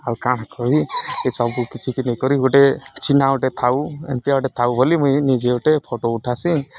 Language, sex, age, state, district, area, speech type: Odia, male, 18-30, Odisha, Nuapada, rural, spontaneous